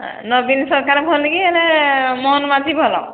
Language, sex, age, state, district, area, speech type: Odia, female, 45-60, Odisha, Angul, rural, conversation